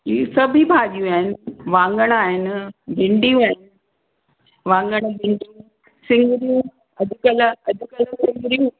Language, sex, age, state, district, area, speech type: Sindhi, female, 45-60, Uttar Pradesh, Lucknow, urban, conversation